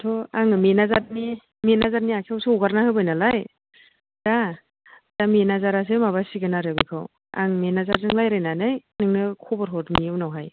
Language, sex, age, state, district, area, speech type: Bodo, female, 18-30, Assam, Kokrajhar, urban, conversation